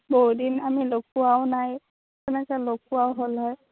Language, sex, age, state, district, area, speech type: Assamese, female, 18-30, Assam, Darrang, rural, conversation